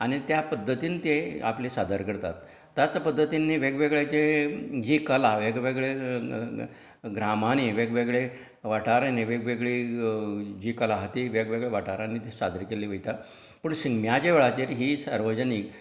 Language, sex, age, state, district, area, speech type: Goan Konkani, male, 60+, Goa, Canacona, rural, spontaneous